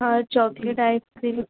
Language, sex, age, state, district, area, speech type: Hindi, female, 18-30, Uttar Pradesh, Pratapgarh, urban, conversation